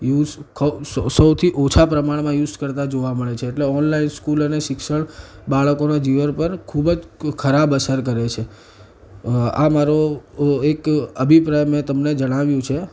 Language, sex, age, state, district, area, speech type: Gujarati, male, 18-30, Gujarat, Ahmedabad, urban, spontaneous